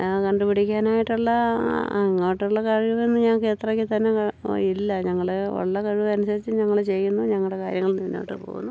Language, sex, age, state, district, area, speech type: Malayalam, female, 60+, Kerala, Thiruvananthapuram, urban, spontaneous